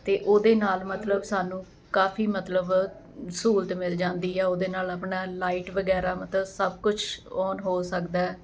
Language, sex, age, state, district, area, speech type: Punjabi, female, 45-60, Punjab, Ludhiana, urban, spontaneous